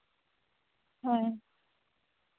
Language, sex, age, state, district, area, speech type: Santali, female, 18-30, West Bengal, Bankura, rural, conversation